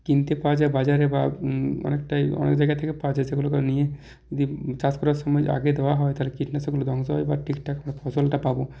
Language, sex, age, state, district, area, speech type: Bengali, male, 45-60, West Bengal, Purulia, rural, spontaneous